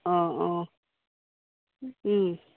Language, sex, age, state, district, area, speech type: Assamese, female, 45-60, Assam, Dibrugarh, rural, conversation